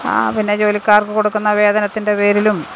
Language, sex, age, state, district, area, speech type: Malayalam, female, 60+, Kerala, Pathanamthitta, rural, spontaneous